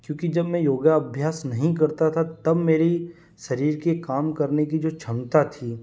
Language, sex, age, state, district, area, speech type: Hindi, male, 30-45, Madhya Pradesh, Ujjain, rural, spontaneous